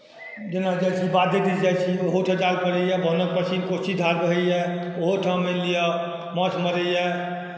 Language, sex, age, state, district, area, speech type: Maithili, male, 45-60, Bihar, Saharsa, rural, spontaneous